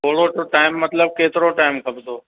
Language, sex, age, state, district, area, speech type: Sindhi, male, 45-60, Uttar Pradesh, Lucknow, rural, conversation